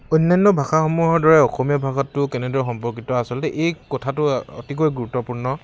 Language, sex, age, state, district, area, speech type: Assamese, male, 18-30, Assam, Charaideo, urban, spontaneous